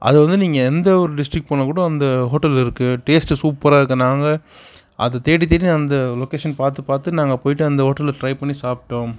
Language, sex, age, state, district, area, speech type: Tamil, male, 30-45, Tamil Nadu, Perambalur, rural, spontaneous